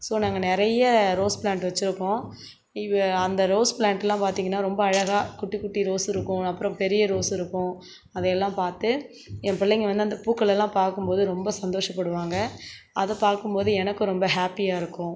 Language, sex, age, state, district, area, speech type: Tamil, female, 45-60, Tamil Nadu, Cuddalore, rural, spontaneous